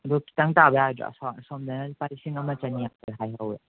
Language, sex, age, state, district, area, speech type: Manipuri, male, 45-60, Manipur, Imphal West, urban, conversation